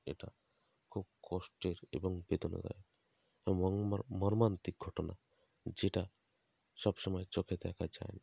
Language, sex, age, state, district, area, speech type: Bengali, male, 30-45, West Bengal, North 24 Parganas, rural, spontaneous